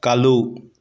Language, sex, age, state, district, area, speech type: Manipuri, male, 18-30, Manipur, Imphal West, rural, read